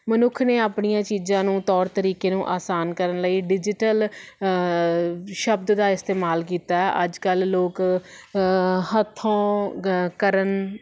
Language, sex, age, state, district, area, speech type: Punjabi, female, 30-45, Punjab, Faridkot, urban, spontaneous